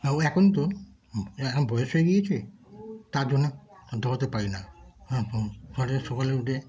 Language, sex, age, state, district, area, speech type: Bengali, male, 60+, West Bengal, Darjeeling, rural, spontaneous